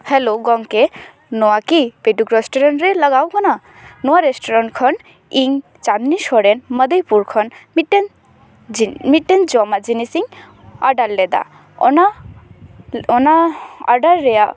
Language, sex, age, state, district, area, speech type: Santali, female, 18-30, West Bengal, Paschim Bardhaman, rural, spontaneous